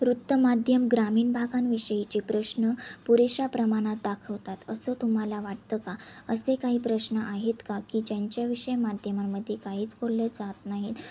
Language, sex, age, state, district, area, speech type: Marathi, female, 18-30, Maharashtra, Ahmednagar, rural, spontaneous